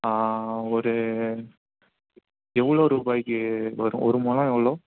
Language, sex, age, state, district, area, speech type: Tamil, male, 18-30, Tamil Nadu, Chennai, urban, conversation